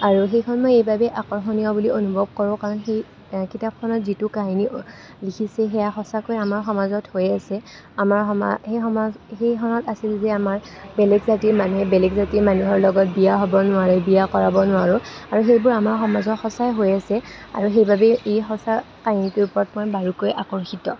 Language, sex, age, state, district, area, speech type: Assamese, female, 18-30, Assam, Kamrup Metropolitan, urban, spontaneous